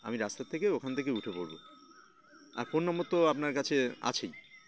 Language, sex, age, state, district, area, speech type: Bengali, male, 30-45, West Bengal, Howrah, urban, spontaneous